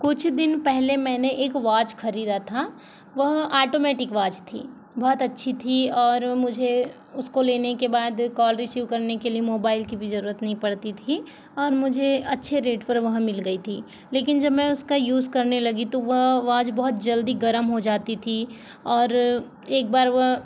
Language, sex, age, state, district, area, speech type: Hindi, female, 30-45, Madhya Pradesh, Balaghat, rural, spontaneous